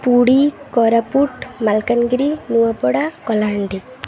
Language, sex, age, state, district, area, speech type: Odia, female, 18-30, Odisha, Malkangiri, urban, spontaneous